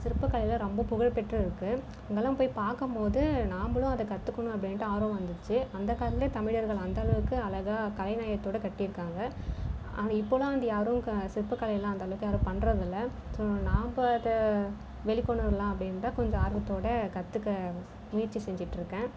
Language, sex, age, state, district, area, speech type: Tamil, female, 30-45, Tamil Nadu, Cuddalore, rural, spontaneous